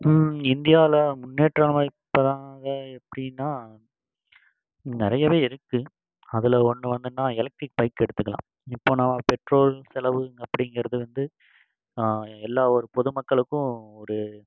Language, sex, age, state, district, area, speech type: Tamil, male, 30-45, Tamil Nadu, Coimbatore, rural, spontaneous